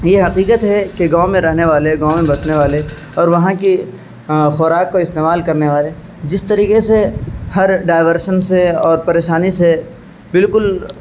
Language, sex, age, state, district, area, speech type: Urdu, male, 30-45, Uttar Pradesh, Azamgarh, rural, spontaneous